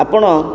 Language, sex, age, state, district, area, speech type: Odia, male, 60+, Odisha, Kendrapara, urban, spontaneous